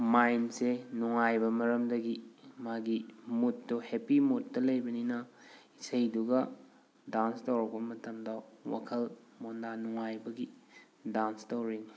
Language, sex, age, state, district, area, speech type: Manipuri, male, 30-45, Manipur, Thoubal, rural, spontaneous